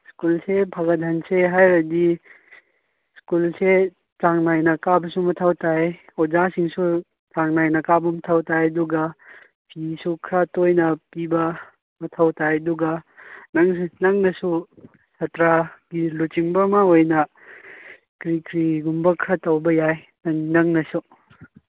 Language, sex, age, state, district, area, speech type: Manipuri, male, 18-30, Manipur, Chandel, rural, conversation